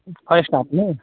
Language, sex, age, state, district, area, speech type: Hindi, male, 30-45, Uttar Pradesh, Jaunpur, rural, conversation